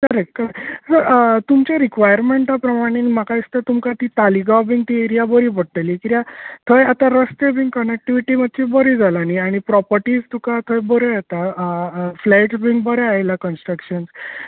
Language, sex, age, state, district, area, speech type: Goan Konkani, male, 30-45, Goa, Bardez, urban, conversation